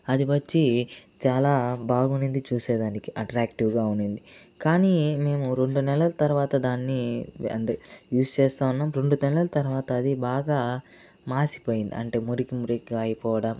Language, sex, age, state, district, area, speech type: Telugu, male, 18-30, Andhra Pradesh, Chittoor, rural, spontaneous